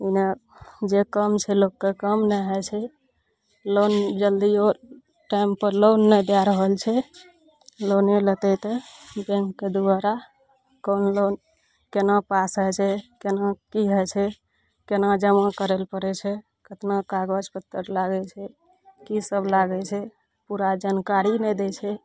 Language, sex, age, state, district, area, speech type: Maithili, female, 30-45, Bihar, Araria, rural, spontaneous